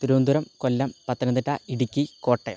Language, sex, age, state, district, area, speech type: Malayalam, male, 18-30, Kerala, Kottayam, rural, spontaneous